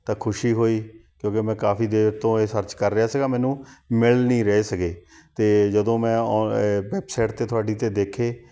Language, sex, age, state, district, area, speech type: Punjabi, male, 30-45, Punjab, Shaheed Bhagat Singh Nagar, urban, spontaneous